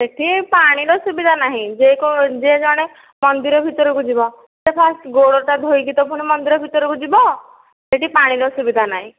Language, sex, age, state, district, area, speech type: Odia, female, 18-30, Odisha, Nayagarh, rural, conversation